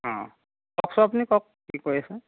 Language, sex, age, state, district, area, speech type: Assamese, male, 60+, Assam, Nagaon, rural, conversation